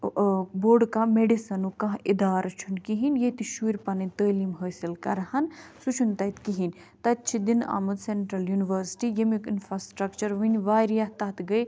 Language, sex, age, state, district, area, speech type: Kashmiri, female, 18-30, Jammu and Kashmir, Ganderbal, urban, spontaneous